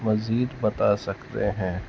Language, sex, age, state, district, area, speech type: Urdu, male, 45-60, Uttar Pradesh, Muzaffarnagar, urban, spontaneous